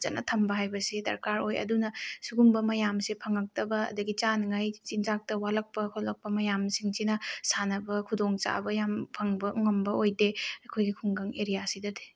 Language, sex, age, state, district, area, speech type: Manipuri, female, 18-30, Manipur, Bishnupur, rural, spontaneous